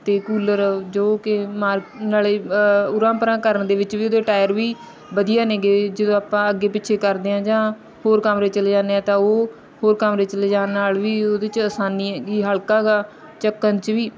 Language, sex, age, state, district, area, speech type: Punjabi, female, 30-45, Punjab, Bathinda, rural, spontaneous